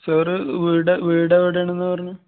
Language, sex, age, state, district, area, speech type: Malayalam, male, 30-45, Kerala, Malappuram, rural, conversation